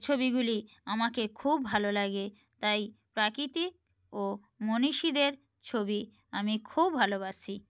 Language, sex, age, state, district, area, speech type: Bengali, female, 30-45, West Bengal, Purba Medinipur, rural, spontaneous